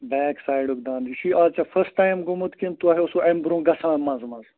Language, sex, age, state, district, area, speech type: Kashmiri, male, 45-60, Jammu and Kashmir, Ganderbal, urban, conversation